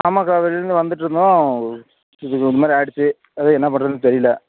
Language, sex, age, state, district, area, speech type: Tamil, female, 18-30, Tamil Nadu, Dharmapuri, rural, conversation